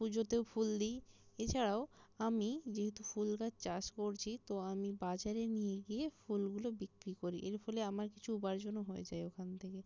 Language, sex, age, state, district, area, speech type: Bengali, female, 18-30, West Bengal, Jalpaiguri, rural, spontaneous